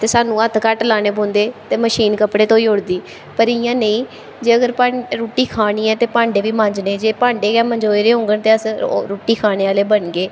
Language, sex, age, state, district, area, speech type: Dogri, female, 18-30, Jammu and Kashmir, Kathua, rural, spontaneous